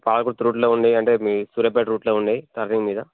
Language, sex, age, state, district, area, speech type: Telugu, male, 30-45, Telangana, Jangaon, rural, conversation